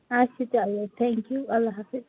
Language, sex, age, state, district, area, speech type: Kashmiri, female, 18-30, Jammu and Kashmir, Kulgam, rural, conversation